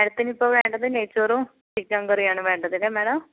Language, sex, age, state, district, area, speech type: Malayalam, female, 45-60, Kerala, Kozhikode, urban, conversation